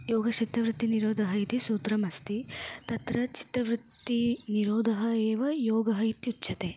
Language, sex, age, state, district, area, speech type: Sanskrit, female, 18-30, Karnataka, Belgaum, urban, spontaneous